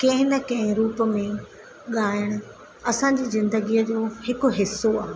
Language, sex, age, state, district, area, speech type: Sindhi, female, 30-45, Madhya Pradesh, Katni, urban, spontaneous